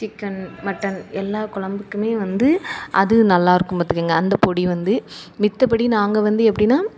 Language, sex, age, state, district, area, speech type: Tamil, female, 30-45, Tamil Nadu, Thoothukudi, urban, spontaneous